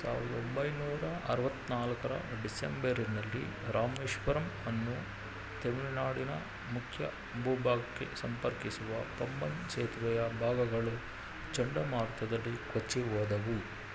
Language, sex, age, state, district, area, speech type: Kannada, male, 45-60, Karnataka, Bangalore Urban, rural, read